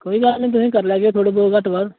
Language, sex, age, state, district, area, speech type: Dogri, male, 18-30, Jammu and Kashmir, Reasi, rural, conversation